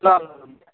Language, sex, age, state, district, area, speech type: Nepali, male, 30-45, West Bengal, Jalpaiguri, urban, conversation